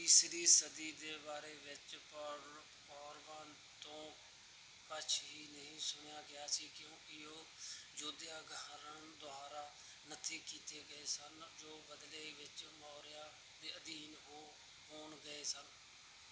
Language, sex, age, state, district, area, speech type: Punjabi, male, 30-45, Punjab, Bathinda, urban, read